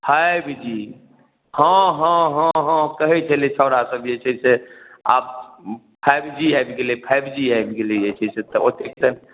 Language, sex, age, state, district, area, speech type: Maithili, male, 45-60, Bihar, Madhubani, rural, conversation